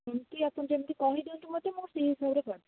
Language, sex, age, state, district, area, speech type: Odia, female, 30-45, Odisha, Bhadrak, rural, conversation